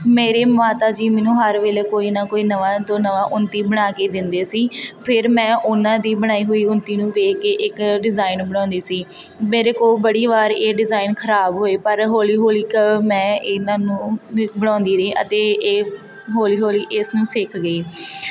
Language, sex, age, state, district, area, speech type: Punjabi, female, 18-30, Punjab, Tarn Taran, rural, spontaneous